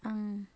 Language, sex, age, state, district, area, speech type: Bodo, female, 18-30, Assam, Baksa, rural, spontaneous